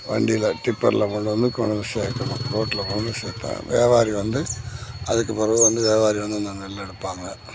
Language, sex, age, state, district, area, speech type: Tamil, male, 60+, Tamil Nadu, Kallakurichi, urban, spontaneous